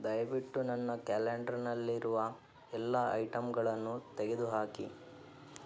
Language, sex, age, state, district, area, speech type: Kannada, male, 18-30, Karnataka, Davanagere, urban, read